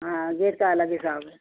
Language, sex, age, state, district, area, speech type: Urdu, female, 30-45, Uttar Pradesh, Ghaziabad, rural, conversation